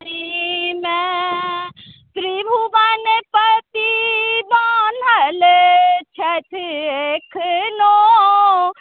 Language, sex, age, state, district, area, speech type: Maithili, male, 45-60, Bihar, Supaul, rural, conversation